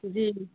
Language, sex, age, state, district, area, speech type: Hindi, female, 30-45, Uttar Pradesh, Azamgarh, rural, conversation